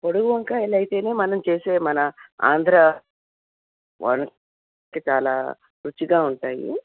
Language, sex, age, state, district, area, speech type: Telugu, female, 45-60, Andhra Pradesh, Krishna, rural, conversation